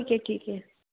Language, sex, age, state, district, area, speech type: Hindi, female, 60+, Madhya Pradesh, Bhopal, urban, conversation